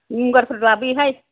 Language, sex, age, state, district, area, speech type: Bodo, female, 60+, Assam, Kokrajhar, rural, conversation